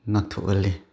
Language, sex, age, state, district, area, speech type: Manipuri, male, 30-45, Manipur, Chandel, rural, spontaneous